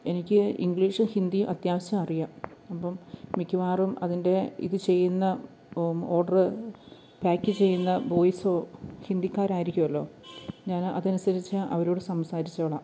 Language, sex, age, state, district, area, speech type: Malayalam, female, 30-45, Kerala, Kottayam, rural, spontaneous